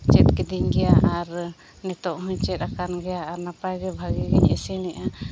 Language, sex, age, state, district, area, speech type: Santali, female, 30-45, Jharkhand, Seraikela Kharsawan, rural, spontaneous